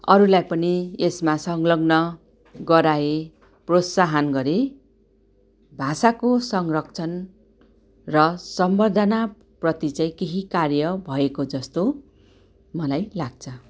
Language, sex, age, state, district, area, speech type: Nepali, female, 45-60, West Bengal, Darjeeling, rural, spontaneous